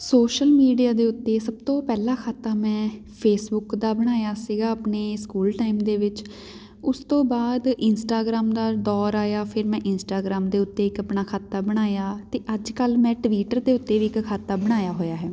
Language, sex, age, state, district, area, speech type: Punjabi, female, 30-45, Punjab, Patiala, rural, spontaneous